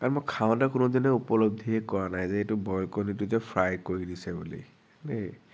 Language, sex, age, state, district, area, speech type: Assamese, male, 18-30, Assam, Nagaon, rural, spontaneous